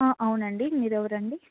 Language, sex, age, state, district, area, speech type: Telugu, female, 18-30, Andhra Pradesh, Annamaya, rural, conversation